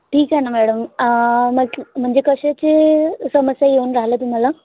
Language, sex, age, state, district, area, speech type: Marathi, female, 18-30, Maharashtra, Bhandara, rural, conversation